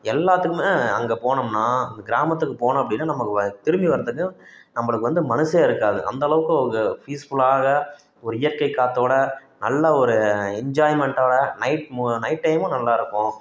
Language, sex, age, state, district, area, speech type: Tamil, male, 30-45, Tamil Nadu, Salem, urban, spontaneous